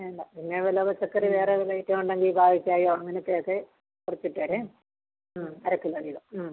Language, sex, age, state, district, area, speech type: Malayalam, female, 45-60, Kerala, Kottayam, rural, conversation